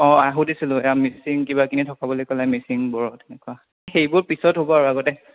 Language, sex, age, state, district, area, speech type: Assamese, male, 18-30, Assam, Sonitpur, rural, conversation